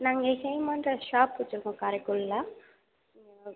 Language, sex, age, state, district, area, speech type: Tamil, female, 18-30, Tamil Nadu, Sivaganga, rural, conversation